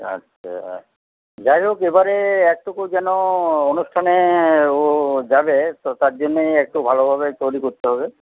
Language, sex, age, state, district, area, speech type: Bengali, male, 60+, West Bengal, Uttar Dinajpur, urban, conversation